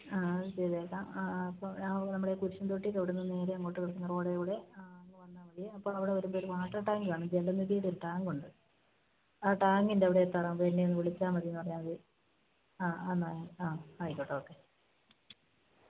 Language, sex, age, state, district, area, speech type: Malayalam, female, 45-60, Kerala, Idukki, rural, conversation